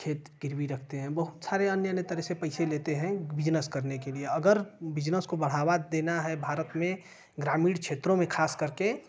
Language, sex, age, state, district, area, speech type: Hindi, male, 18-30, Uttar Pradesh, Ghazipur, rural, spontaneous